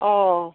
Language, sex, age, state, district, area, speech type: Assamese, female, 60+, Assam, Dibrugarh, rural, conversation